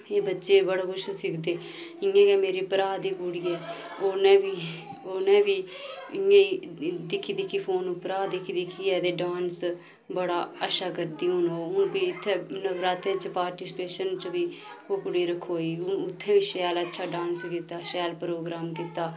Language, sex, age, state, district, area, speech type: Dogri, female, 30-45, Jammu and Kashmir, Udhampur, rural, spontaneous